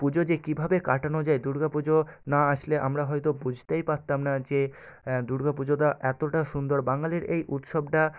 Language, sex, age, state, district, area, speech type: Bengali, male, 18-30, West Bengal, Nadia, urban, spontaneous